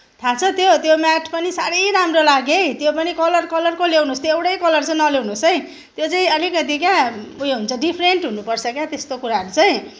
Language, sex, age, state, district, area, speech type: Nepali, female, 30-45, West Bengal, Kalimpong, rural, spontaneous